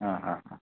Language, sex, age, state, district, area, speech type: Malayalam, male, 30-45, Kerala, Kasaragod, urban, conversation